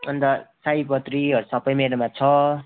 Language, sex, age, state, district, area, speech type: Nepali, male, 18-30, West Bengal, Darjeeling, rural, conversation